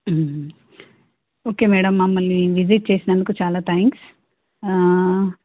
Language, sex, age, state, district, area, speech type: Telugu, female, 30-45, Telangana, Hanamkonda, urban, conversation